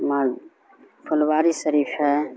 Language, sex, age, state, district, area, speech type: Urdu, female, 60+, Bihar, Supaul, rural, spontaneous